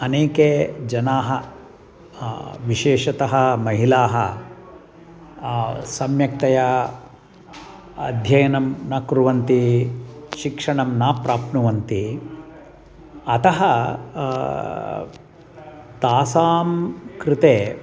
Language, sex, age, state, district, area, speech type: Sanskrit, male, 60+, Karnataka, Mysore, urban, spontaneous